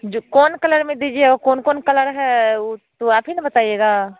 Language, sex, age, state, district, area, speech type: Hindi, female, 45-60, Bihar, Samastipur, rural, conversation